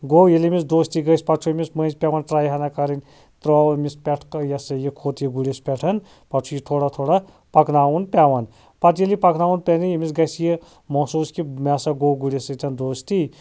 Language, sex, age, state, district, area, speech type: Kashmiri, male, 30-45, Jammu and Kashmir, Anantnag, rural, spontaneous